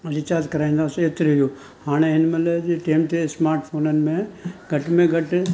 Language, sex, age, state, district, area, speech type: Sindhi, male, 45-60, Gujarat, Surat, urban, spontaneous